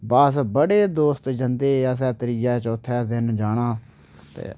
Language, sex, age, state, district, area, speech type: Dogri, male, 30-45, Jammu and Kashmir, Udhampur, urban, spontaneous